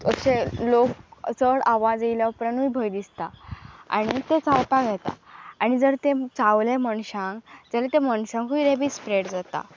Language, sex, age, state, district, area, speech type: Goan Konkani, female, 18-30, Goa, Pernem, rural, spontaneous